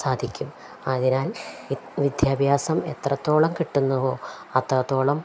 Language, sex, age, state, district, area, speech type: Malayalam, female, 45-60, Kerala, Palakkad, rural, spontaneous